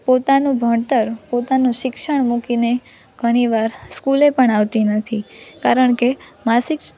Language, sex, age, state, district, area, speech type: Gujarati, female, 18-30, Gujarat, Rajkot, urban, spontaneous